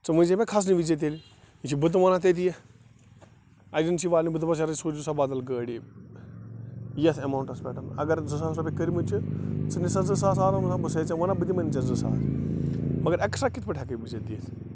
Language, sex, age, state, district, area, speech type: Kashmiri, male, 30-45, Jammu and Kashmir, Bandipora, rural, spontaneous